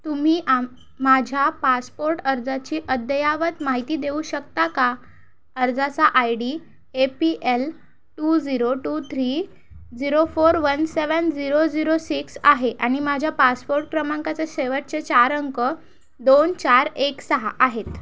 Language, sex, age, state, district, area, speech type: Marathi, female, 30-45, Maharashtra, Thane, urban, read